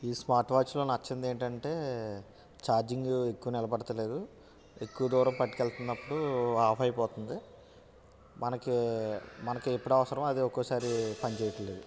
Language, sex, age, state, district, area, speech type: Telugu, male, 30-45, Andhra Pradesh, West Godavari, rural, spontaneous